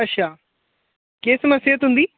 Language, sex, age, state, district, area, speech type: Dogri, male, 18-30, Jammu and Kashmir, Jammu, urban, conversation